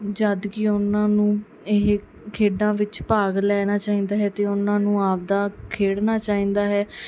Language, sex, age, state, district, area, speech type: Punjabi, female, 18-30, Punjab, Mansa, urban, spontaneous